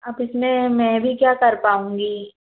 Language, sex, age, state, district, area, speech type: Hindi, female, 45-60, Madhya Pradesh, Bhopal, urban, conversation